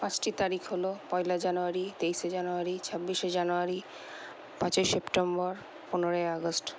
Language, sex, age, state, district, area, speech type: Bengali, female, 30-45, West Bengal, Paschim Bardhaman, urban, spontaneous